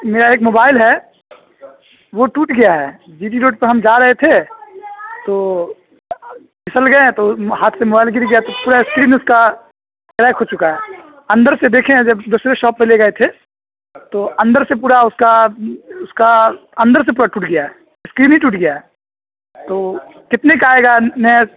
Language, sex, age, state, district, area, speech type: Urdu, male, 18-30, Uttar Pradesh, Saharanpur, urban, conversation